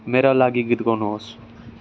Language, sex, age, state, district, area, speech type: Nepali, male, 18-30, West Bengal, Darjeeling, rural, read